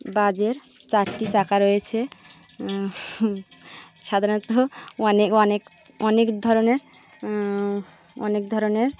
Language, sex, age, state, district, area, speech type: Bengali, female, 30-45, West Bengal, Birbhum, urban, spontaneous